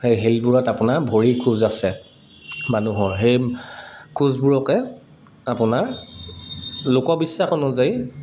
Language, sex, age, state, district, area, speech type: Assamese, male, 30-45, Assam, Sivasagar, urban, spontaneous